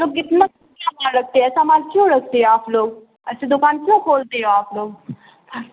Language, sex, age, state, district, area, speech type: Urdu, female, 18-30, Bihar, Supaul, rural, conversation